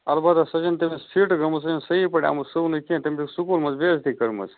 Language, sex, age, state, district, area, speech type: Kashmiri, male, 18-30, Jammu and Kashmir, Budgam, rural, conversation